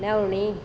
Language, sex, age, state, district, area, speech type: Kannada, female, 60+, Karnataka, Koppal, rural, spontaneous